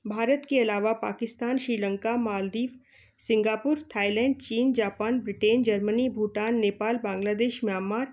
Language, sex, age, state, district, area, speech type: Hindi, female, 45-60, Madhya Pradesh, Gwalior, urban, spontaneous